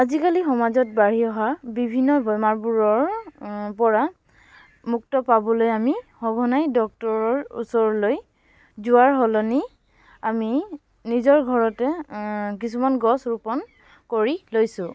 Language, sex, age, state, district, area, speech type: Assamese, female, 18-30, Assam, Dibrugarh, rural, spontaneous